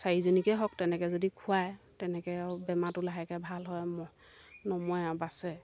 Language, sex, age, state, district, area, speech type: Assamese, female, 30-45, Assam, Golaghat, rural, spontaneous